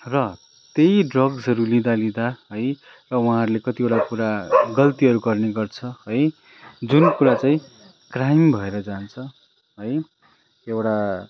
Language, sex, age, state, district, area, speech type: Nepali, male, 30-45, West Bengal, Kalimpong, rural, spontaneous